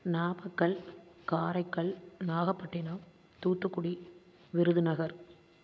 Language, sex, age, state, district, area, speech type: Tamil, female, 30-45, Tamil Nadu, Namakkal, rural, spontaneous